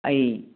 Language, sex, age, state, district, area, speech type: Manipuri, male, 60+, Manipur, Churachandpur, urban, conversation